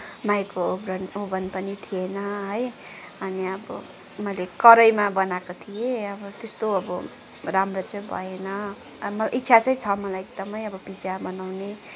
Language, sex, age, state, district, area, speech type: Nepali, female, 45-60, West Bengal, Kalimpong, rural, spontaneous